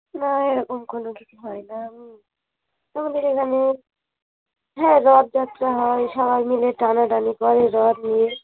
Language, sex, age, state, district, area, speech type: Bengali, female, 45-60, West Bengal, Dakshin Dinajpur, urban, conversation